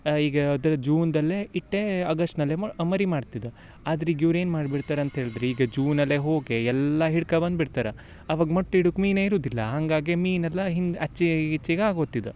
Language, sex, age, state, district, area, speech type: Kannada, male, 18-30, Karnataka, Uttara Kannada, rural, spontaneous